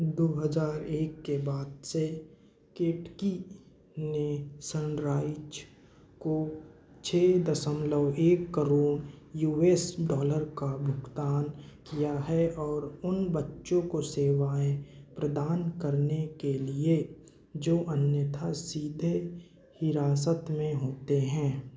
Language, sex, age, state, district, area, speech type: Hindi, male, 18-30, Madhya Pradesh, Bhopal, rural, read